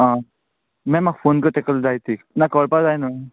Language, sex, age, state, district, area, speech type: Goan Konkani, male, 30-45, Goa, Quepem, rural, conversation